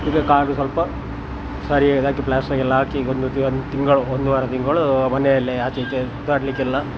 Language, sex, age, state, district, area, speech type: Kannada, male, 60+, Karnataka, Dakshina Kannada, rural, spontaneous